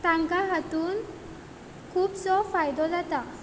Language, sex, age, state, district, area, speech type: Goan Konkani, female, 18-30, Goa, Quepem, rural, spontaneous